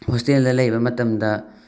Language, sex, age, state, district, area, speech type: Manipuri, male, 18-30, Manipur, Thoubal, rural, spontaneous